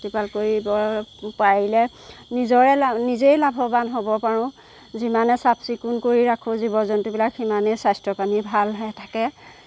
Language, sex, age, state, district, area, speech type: Assamese, female, 30-45, Assam, Golaghat, rural, spontaneous